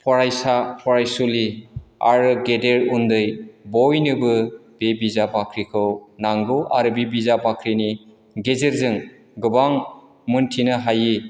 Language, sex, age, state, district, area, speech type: Bodo, male, 45-60, Assam, Chirang, urban, spontaneous